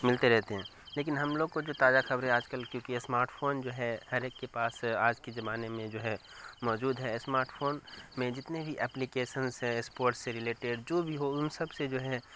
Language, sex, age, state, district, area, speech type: Urdu, male, 18-30, Bihar, Darbhanga, rural, spontaneous